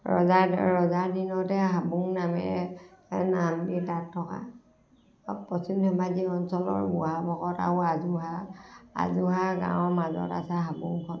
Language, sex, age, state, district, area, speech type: Assamese, female, 45-60, Assam, Dhemaji, urban, spontaneous